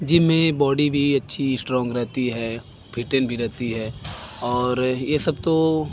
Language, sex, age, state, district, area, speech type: Hindi, male, 18-30, Uttar Pradesh, Bhadohi, rural, spontaneous